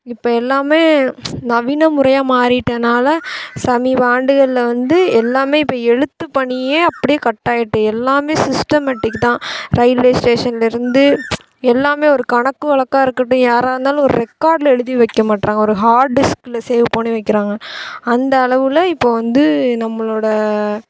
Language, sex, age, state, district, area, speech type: Tamil, female, 18-30, Tamil Nadu, Thoothukudi, urban, spontaneous